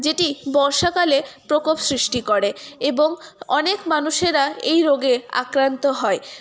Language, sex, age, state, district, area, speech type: Bengali, female, 18-30, West Bengal, Paschim Bardhaman, rural, spontaneous